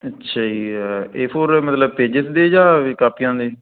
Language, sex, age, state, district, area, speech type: Punjabi, male, 18-30, Punjab, Fazilka, rural, conversation